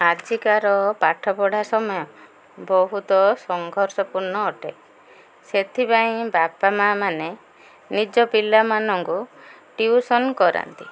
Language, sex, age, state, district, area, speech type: Odia, female, 45-60, Odisha, Ganjam, urban, spontaneous